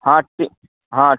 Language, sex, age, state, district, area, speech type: Hindi, male, 18-30, Uttar Pradesh, Azamgarh, rural, conversation